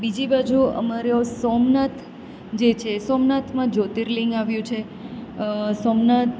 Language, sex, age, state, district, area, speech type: Gujarati, female, 30-45, Gujarat, Valsad, rural, spontaneous